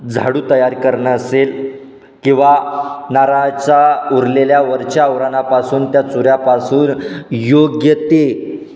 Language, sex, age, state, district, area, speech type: Marathi, male, 18-30, Maharashtra, Satara, urban, spontaneous